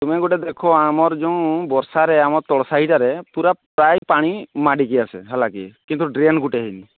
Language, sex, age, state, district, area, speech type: Odia, male, 30-45, Odisha, Mayurbhanj, rural, conversation